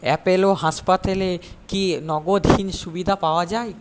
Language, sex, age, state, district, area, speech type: Bengali, male, 18-30, West Bengal, Paschim Medinipur, rural, read